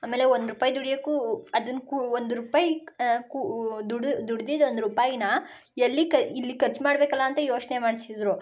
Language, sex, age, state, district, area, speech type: Kannada, female, 30-45, Karnataka, Ramanagara, rural, spontaneous